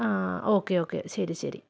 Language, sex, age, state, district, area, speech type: Malayalam, female, 18-30, Kerala, Wayanad, rural, spontaneous